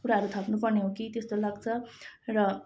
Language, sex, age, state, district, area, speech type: Nepali, female, 18-30, West Bengal, Darjeeling, rural, spontaneous